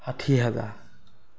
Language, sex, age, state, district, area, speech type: Assamese, male, 45-60, Assam, Lakhimpur, rural, spontaneous